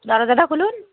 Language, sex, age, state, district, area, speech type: Bengali, female, 30-45, West Bengal, Darjeeling, urban, conversation